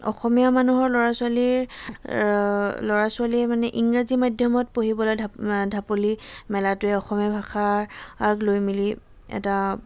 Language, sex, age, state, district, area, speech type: Assamese, female, 18-30, Assam, Jorhat, urban, spontaneous